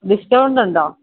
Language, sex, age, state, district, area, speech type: Malayalam, female, 30-45, Kerala, Idukki, rural, conversation